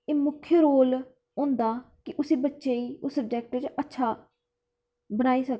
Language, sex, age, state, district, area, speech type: Dogri, female, 18-30, Jammu and Kashmir, Kathua, rural, spontaneous